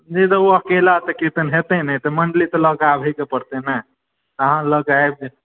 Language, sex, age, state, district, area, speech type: Maithili, male, 18-30, Bihar, Sitamarhi, urban, conversation